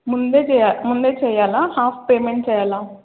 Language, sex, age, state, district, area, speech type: Telugu, female, 18-30, Telangana, Karimnagar, urban, conversation